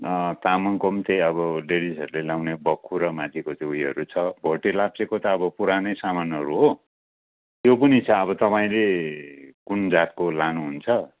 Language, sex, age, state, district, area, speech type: Nepali, male, 45-60, West Bengal, Kalimpong, rural, conversation